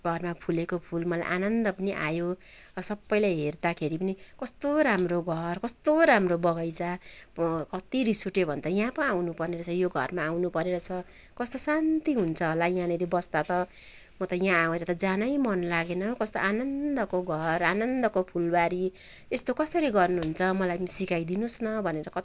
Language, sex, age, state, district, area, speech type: Nepali, female, 45-60, West Bengal, Kalimpong, rural, spontaneous